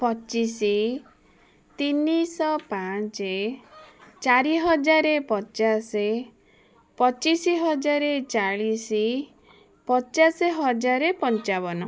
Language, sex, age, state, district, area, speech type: Odia, female, 30-45, Odisha, Bhadrak, rural, spontaneous